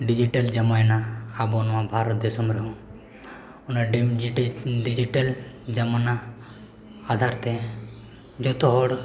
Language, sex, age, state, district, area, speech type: Santali, male, 18-30, Jharkhand, East Singhbhum, rural, spontaneous